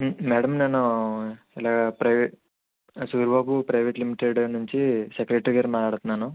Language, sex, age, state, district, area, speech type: Telugu, male, 45-60, Andhra Pradesh, Kakinada, urban, conversation